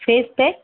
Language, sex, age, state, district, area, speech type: Tamil, female, 30-45, Tamil Nadu, Chengalpattu, urban, conversation